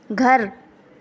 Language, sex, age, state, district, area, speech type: Urdu, female, 18-30, Uttar Pradesh, Shahjahanpur, urban, read